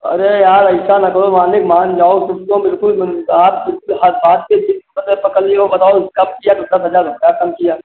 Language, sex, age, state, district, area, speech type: Hindi, male, 30-45, Uttar Pradesh, Hardoi, rural, conversation